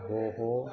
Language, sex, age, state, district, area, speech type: Sanskrit, male, 45-60, Kerala, Thrissur, urban, spontaneous